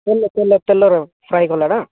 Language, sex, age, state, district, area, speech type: Odia, male, 18-30, Odisha, Bhadrak, rural, conversation